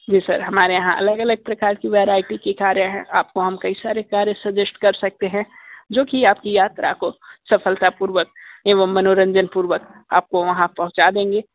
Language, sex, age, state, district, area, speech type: Hindi, male, 18-30, Uttar Pradesh, Sonbhadra, rural, conversation